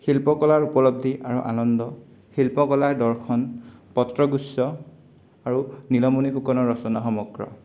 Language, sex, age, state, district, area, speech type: Assamese, male, 18-30, Assam, Sonitpur, rural, spontaneous